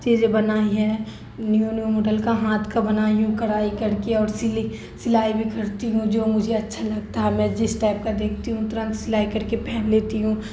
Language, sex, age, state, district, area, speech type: Urdu, female, 30-45, Bihar, Darbhanga, rural, spontaneous